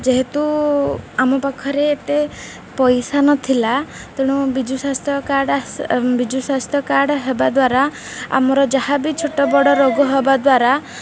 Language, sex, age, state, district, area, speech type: Odia, female, 18-30, Odisha, Jagatsinghpur, urban, spontaneous